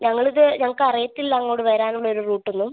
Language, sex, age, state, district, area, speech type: Malayalam, male, 18-30, Kerala, Wayanad, rural, conversation